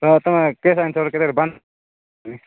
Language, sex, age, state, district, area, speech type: Odia, male, 18-30, Odisha, Kalahandi, rural, conversation